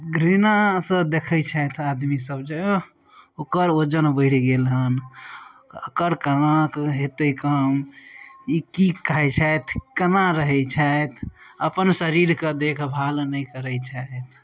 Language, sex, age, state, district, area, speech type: Maithili, male, 30-45, Bihar, Darbhanga, rural, spontaneous